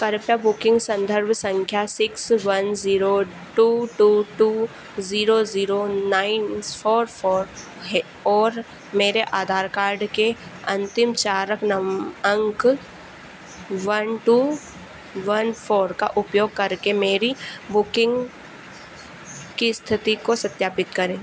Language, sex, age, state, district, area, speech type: Hindi, female, 18-30, Madhya Pradesh, Harda, rural, read